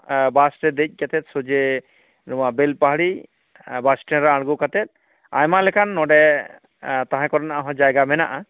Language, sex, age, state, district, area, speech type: Santali, male, 30-45, West Bengal, Jhargram, rural, conversation